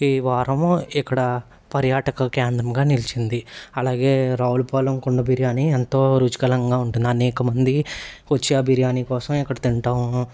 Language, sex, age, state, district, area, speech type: Telugu, male, 30-45, Andhra Pradesh, Eluru, rural, spontaneous